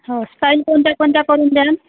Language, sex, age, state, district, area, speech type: Marathi, female, 30-45, Maharashtra, Wardha, rural, conversation